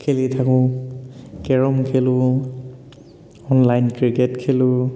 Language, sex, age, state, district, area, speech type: Assamese, male, 18-30, Assam, Dhemaji, urban, spontaneous